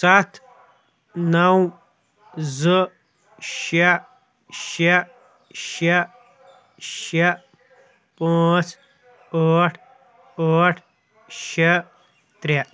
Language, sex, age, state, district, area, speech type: Kashmiri, male, 18-30, Jammu and Kashmir, Kulgam, rural, read